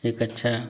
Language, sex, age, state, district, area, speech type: Hindi, male, 30-45, Uttar Pradesh, Ghazipur, rural, spontaneous